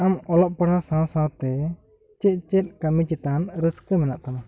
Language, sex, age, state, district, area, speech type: Santali, female, 18-30, West Bengal, Bankura, rural, spontaneous